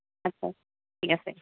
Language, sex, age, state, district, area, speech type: Assamese, female, 18-30, Assam, Goalpara, rural, conversation